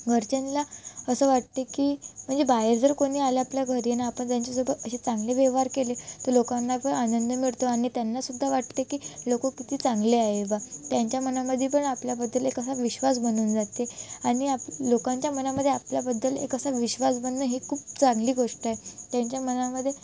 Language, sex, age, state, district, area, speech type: Marathi, female, 18-30, Maharashtra, Wardha, rural, spontaneous